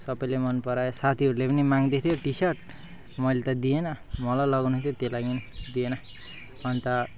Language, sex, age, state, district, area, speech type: Nepali, male, 18-30, West Bengal, Alipurduar, urban, spontaneous